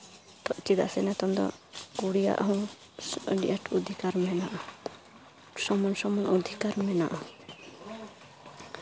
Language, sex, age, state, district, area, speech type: Santali, female, 18-30, West Bengal, Malda, rural, spontaneous